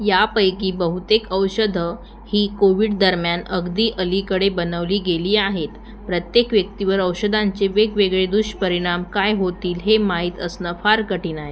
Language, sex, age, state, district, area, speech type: Marathi, female, 18-30, Maharashtra, Thane, urban, read